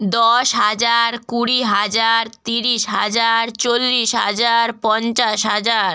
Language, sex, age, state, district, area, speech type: Bengali, female, 18-30, West Bengal, North 24 Parganas, rural, spontaneous